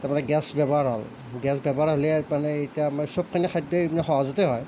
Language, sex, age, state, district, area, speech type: Assamese, male, 45-60, Assam, Nalbari, rural, spontaneous